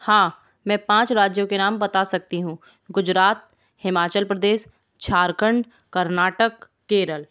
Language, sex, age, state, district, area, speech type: Hindi, female, 30-45, Madhya Pradesh, Gwalior, urban, spontaneous